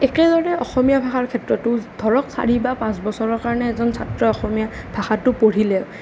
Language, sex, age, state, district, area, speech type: Assamese, male, 18-30, Assam, Nalbari, urban, spontaneous